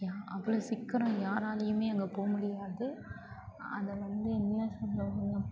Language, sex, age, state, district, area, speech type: Tamil, female, 18-30, Tamil Nadu, Thanjavur, rural, spontaneous